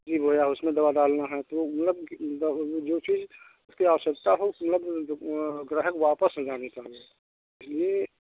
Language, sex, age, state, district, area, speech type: Hindi, male, 60+, Uttar Pradesh, Ayodhya, rural, conversation